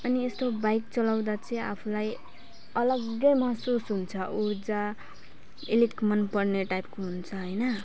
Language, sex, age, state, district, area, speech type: Nepali, female, 30-45, West Bengal, Alipurduar, urban, spontaneous